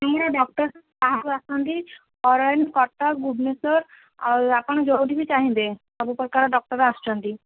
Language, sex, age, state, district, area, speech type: Odia, female, 30-45, Odisha, Sambalpur, rural, conversation